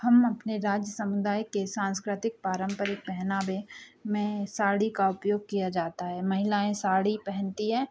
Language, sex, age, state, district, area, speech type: Hindi, female, 30-45, Madhya Pradesh, Hoshangabad, rural, spontaneous